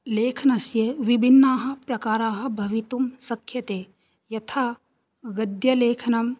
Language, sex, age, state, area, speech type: Sanskrit, female, 18-30, Rajasthan, rural, spontaneous